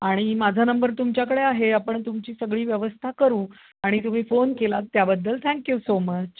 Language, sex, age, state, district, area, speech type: Marathi, female, 60+, Maharashtra, Ahmednagar, urban, conversation